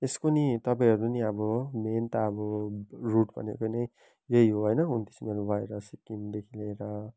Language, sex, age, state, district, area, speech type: Nepali, male, 30-45, West Bengal, Kalimpong, rural, spontaneous